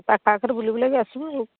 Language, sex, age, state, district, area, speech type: Odia, female, 45-60, Odisha, Angul, rural, conversation